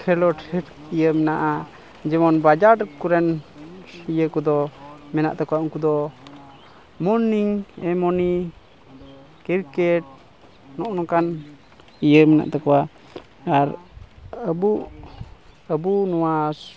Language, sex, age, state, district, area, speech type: Santali, male, 18-30, West Bengal, Malda, rural, spontaneous